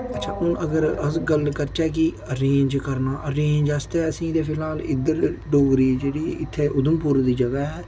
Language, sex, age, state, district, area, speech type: Dogri, male, 18-30, Jammu and Kashmir, Udhampur, rural, spontaneous